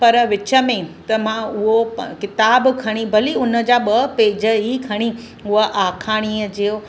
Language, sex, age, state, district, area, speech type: Sindhi, female, 45-60, Maharashtra, Mumbai City, urban, spontaneous